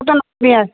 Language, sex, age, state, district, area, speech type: Assamese, female, 60+, Assam, Goalpara, rural, conversation